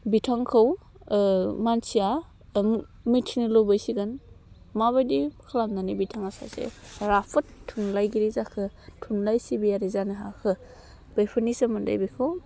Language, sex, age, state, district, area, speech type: Bodo, female, 18-30, Assam, Udalguri, urban, spontaneous